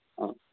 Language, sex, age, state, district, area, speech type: Kannada, male, 18-30, Karnataka, Davanagere, rural, conversation